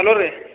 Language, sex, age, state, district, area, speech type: Kannada, male, 30-45, Karnataka, Belgaum, rural, conversation